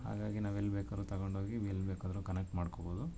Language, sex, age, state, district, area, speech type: Kannada, male, 30-45, Karnataka, Mysore, urban, spontaneous